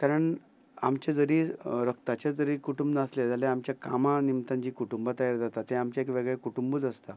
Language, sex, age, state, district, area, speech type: Goan Konkani, male, 45-60, Goa, Ponda, rural, spontaneous